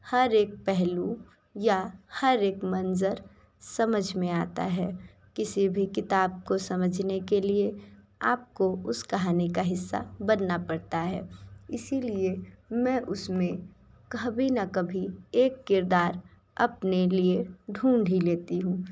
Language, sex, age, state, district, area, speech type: Hindi, female, 30-45, Uttar Pradesh, Sonbhadra, rural, spontaneous